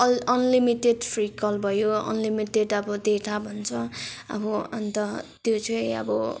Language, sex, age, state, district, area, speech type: Nepali, female, 18-30, West Bengal, Darjeeling, rural, spontaneous